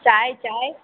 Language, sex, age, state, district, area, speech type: Hindi, female, 18-30, Madhya Pradesh, Harda, urban, conversation